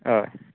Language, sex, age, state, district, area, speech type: Goan Konkani, male, 18-30, Goa, Canacona, rural, conversation